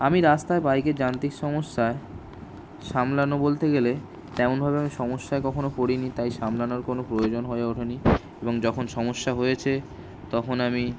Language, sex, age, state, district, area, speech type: Bengali, male, 18-30, West Bengal, Kolkata, urban, spontaneous